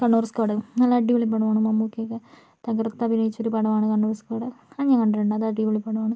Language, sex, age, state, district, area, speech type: Malayalam, female, 45-60, Kerala, Kozhikode, urban, spontaneous